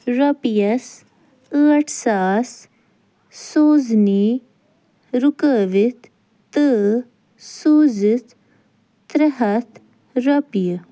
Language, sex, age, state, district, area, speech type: Kashmiri, female, 18-30, Jammu and Kashmir, Ganderbal, rural, read